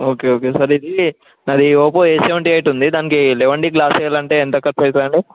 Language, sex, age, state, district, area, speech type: Telugu, male, 18-30, Telangana, Ranga Reddy, urban, conversation